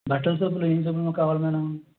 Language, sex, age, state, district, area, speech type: Telugu, male, 30-45, Andhra Pradesh, West Godavari, rural, conversation